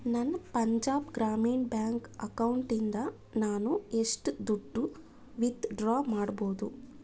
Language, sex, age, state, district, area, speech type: Kannada, female, 30-45, Karnataka, Bangalore Urban, urban, read